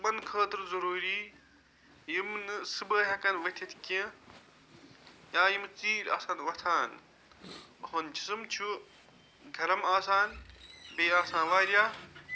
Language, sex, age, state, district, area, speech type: Kashmiri, male, 45-60, Jammu and Kashmir, Budgam, urban, spontaneous